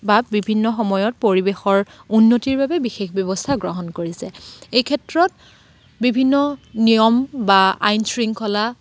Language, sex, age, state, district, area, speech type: Assamese, female, 30-45, Assam, Dibrugarh, rural, spontaneous